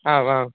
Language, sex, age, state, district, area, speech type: Sanskrit, male, 18-30, Karnataka, Shimoga, rural, conversation